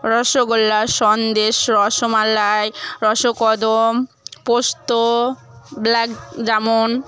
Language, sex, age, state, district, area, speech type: Bengali, female, 18-30, West Bengal, Murshidabad, rural, spontaneous